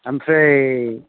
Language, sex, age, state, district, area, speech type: Bodo, male, 30-45, Assam, Chirang, rural, conversation